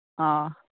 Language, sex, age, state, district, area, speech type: Manipuri, female, 60+, Manipur, Imphal East, rural, conversation